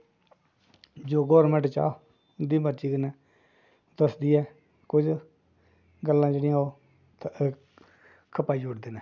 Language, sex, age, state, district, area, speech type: Dogri, male, 45-60, Jammu and Kashmir, Jammu, rural, spontaneous